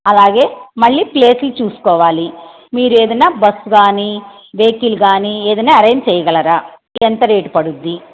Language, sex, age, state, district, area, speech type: Telugu, female, 60+, Andhra Pradesh, Bapatla, urban, conversation